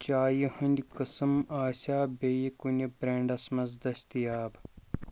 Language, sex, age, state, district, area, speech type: Kashmiri, male, 30-45, Jammu and Kashmir, Kulgam, rural, read